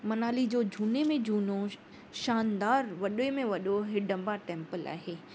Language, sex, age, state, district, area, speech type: Sindhi, female, 30-45, Maharashtra, Mumbai Suburban, urban, spontaneous